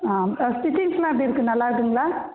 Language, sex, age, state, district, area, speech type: Tamil, female, 45-60, Tamil Nadu, Cuddalore, rural, conversation